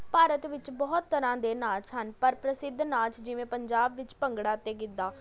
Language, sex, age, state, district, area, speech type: Punjabi, female, 18-30, Punjab, Patiala, urban, spontaneous